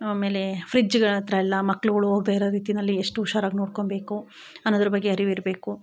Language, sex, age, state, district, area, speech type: Kannada, female, 45-60, Karnataka, Chikkamagaluru, rural, spontaneous